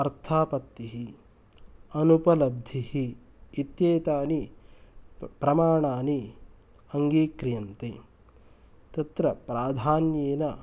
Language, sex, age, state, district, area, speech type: Sanskrit, male, 30-45, Karnataka, Kolar, rural, spontaneous